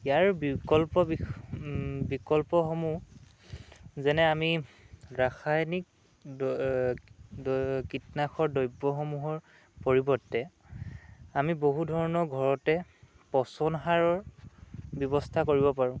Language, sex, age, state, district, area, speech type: Assamese, male, 18-30, Assam, Dhemaji, rural, spontaneous